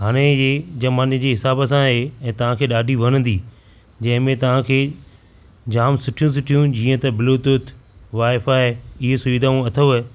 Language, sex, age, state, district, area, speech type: Sindhi, male, 45-60, Maharashtra, Thane, urban, spontaneous